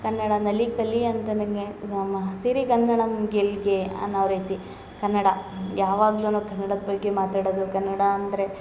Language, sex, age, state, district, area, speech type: Kannada, female, 30-45, Karnataka, Hassan, urban, spontaneous